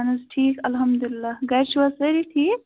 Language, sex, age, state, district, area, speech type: Kashmiri, female, 18-30, Jammu and Kashmir, Bandipora, rural, conversation